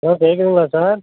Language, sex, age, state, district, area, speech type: Tamil, male, 45-60, Tamil Nadu, Madurai, urban, conversation